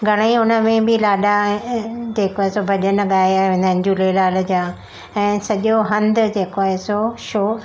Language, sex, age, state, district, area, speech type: Sindhi, female, 60+, Maharashtra, Mumbai Suburban, urban, spontaneous